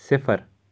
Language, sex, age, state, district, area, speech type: Kashmiri, male, 18-30, Jammu and Kashmir, Kupwara, rural, read